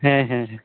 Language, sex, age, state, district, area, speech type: Santali, male, 18-30, West Bengal, Malda, rural, conversation